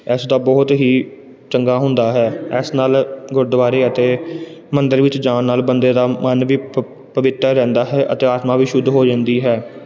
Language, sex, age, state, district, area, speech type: Punjabi, male, 18-30, Punjab, Gurdaspur, urban, spontaneous